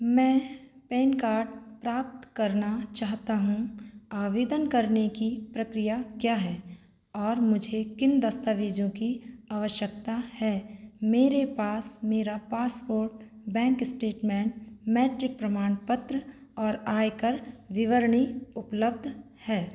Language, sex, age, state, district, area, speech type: Hindi, female, 30-45, Madhya Pradesh, Seoni, rural, read